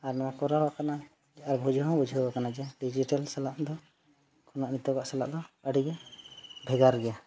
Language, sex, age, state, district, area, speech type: Santali, male, 30-45, Jharkhand, Seraikela Kharsawan, rural, spontaneous